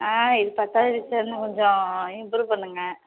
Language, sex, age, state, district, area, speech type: Tamil, female, 18-30, Tamil Nadu, Thanjavur, urban, conversation